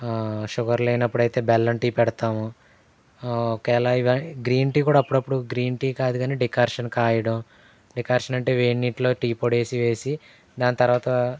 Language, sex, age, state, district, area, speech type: Telugu, male, 18-30, Andhra Pradesh, Eluru, rural, spontaneous